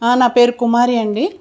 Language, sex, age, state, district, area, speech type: Telugu, female, 60+, Telangana, Hyderabad, urban, spontaneous